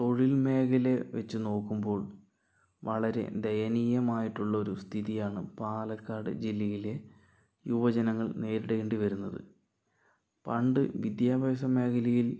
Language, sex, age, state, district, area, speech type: Malayalam, male, 60+, Kerala, Palakkad, rural, spontaneous